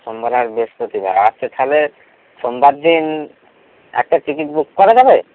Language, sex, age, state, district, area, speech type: Bengali, male, 18-30, West Bengal, Howrah, urban, conversation